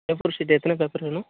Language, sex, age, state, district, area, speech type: Tamil, male, 18-30, Tamil Nadu, Nagapattinam, urban, conversation